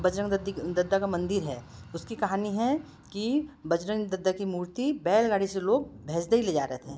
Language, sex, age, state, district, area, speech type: Hindi, female, 60+, Madhya Pradesh, Betul, urban, spontaneous